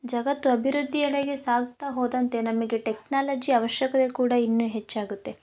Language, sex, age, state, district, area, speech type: Kannada, female, 18-30, Karnataka, Chikkamagaluru, rural, spontaneous